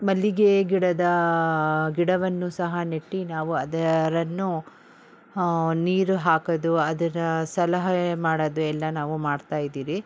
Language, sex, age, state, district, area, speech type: Kannada, female, 45-60, Karnataka, Bangalore Urban, rural, spontaneous